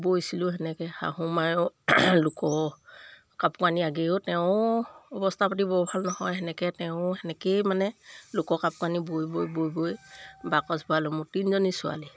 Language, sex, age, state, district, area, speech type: Assamese, female, 45-60, Assam, Sivasagar, rural, spontaneous